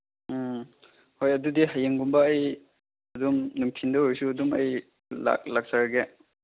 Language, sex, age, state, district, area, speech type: Manipuri, male, 18-30, Manipur, Chandel, rural, conversation